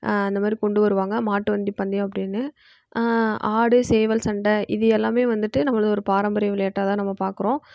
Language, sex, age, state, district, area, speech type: Tamil, female, 18-30, Tamil Nadu, Erode, rural, spontaneous